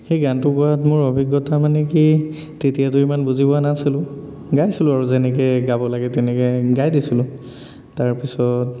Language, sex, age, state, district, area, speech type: Assamese, male, 18-30, Assam, Dhemaji, urban, spontaneous